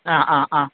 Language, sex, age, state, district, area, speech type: Malayalam, female, 45-60, Kerala, Kottayam, urban, conversation